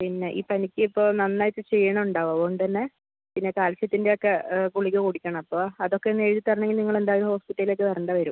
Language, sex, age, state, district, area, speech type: Malayalam, female, 60+, Kerala, Wayanad, rural, conversation